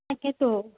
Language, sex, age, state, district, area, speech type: Assamese, female, 18-30, Assam, Morigaon, rural, conversation